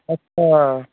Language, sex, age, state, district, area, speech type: Maithili, male, 18-30, Bihar, Saharsa, urban, conversation